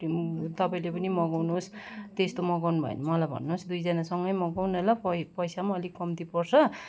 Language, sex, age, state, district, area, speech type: Nepali, female, 45-60, West Bengal, Kalimpong, rural, spontaneous